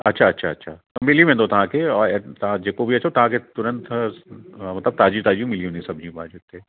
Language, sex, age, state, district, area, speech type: Sindhi, male, 45-60, Uttar Pradesh, Lucknow, urban, conversation